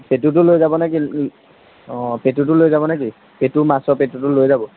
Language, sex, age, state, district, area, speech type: Assamese, male, 45-60, Assam, Darrang, rural, conversation